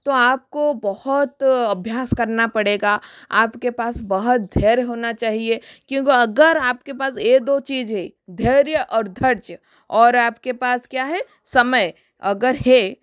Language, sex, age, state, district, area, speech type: Hindi, female, 60+, Rajasthan, Jodhpur, rural, spontaneous